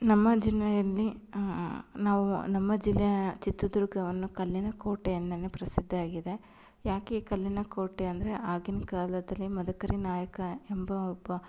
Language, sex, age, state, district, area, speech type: Kannada, female, 30-45, Karnataka, Chitradurga, urban, spontaneous